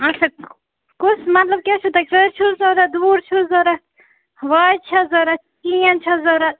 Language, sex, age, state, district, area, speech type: Kashmiri, female, 18-30, Jammu and Kashmir, Srinagar, urban, conversation